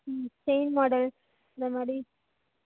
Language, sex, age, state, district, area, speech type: Tamil, female, 18-30, Tamil Nadu, Thanjavur, rural, conversation